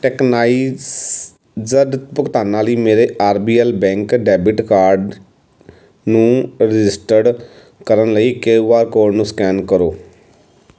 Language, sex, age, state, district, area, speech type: Punjabi, male, 30-45, Punjab, Amritsar, urban, read